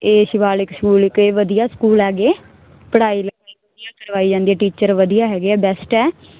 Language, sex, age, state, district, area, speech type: Punjabi, female, 18-30, Punjab, Muktsar, urban, conversation